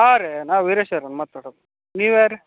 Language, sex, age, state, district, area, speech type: Kannada, male, 30-45, Karnataka, Raichur, rural, conversation